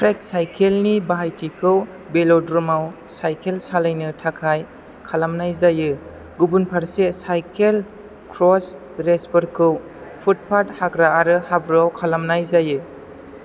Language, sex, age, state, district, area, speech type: Bodo, male, 18-30, Assam, Chirang, rural, read